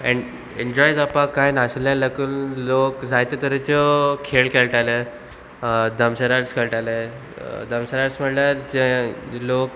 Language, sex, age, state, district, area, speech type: Goan Konkani, male, 18-30, Goa, Murmgao, rural, spontaneous